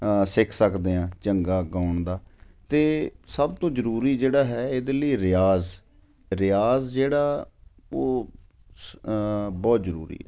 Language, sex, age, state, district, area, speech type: Punjabi, male, 45-60, Punjab, Ludhiana, urban, spontaneous